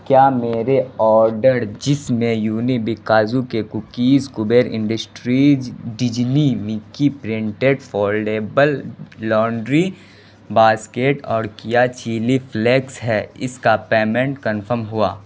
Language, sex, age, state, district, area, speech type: Urdu, male, 18-30, Bihar, Saharsa, rural, read